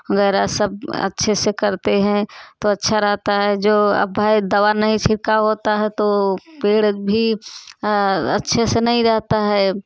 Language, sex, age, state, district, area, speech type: Hindi, female, 30-45, Uttar Pradesh, Jaunpur, rural, spontaneous